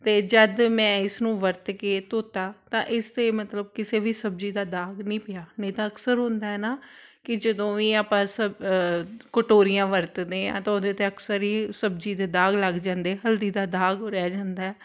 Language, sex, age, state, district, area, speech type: Punjabi, female, 30-45, Punjab, Tarn Taran, urban, spontaneous